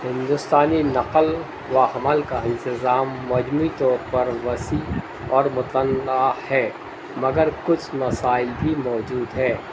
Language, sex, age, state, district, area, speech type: Urdu, male, 60+, Delhi, Central Delhi, urban, spontaneous